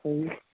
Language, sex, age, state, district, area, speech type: Kashmiri, male, 18-30, Jammu and Kashmir, Srinagar, urban, conversation